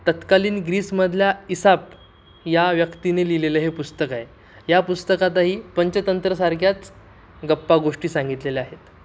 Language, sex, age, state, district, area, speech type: Marathi, male, 18-30, Maharashtra, Sindhudurg, rural, spontaneous